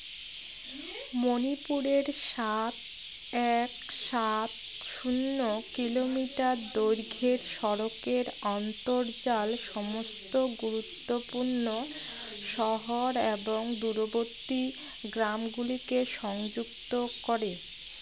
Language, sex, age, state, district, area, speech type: Bengali, female, 45-60, West Bengal, Jalpaiguri, rural, read